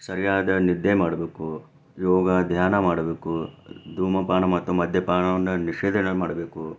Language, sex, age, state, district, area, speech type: Kannada, male, 30-45, Karnataka, Chikkaballapur, urban, spontaneous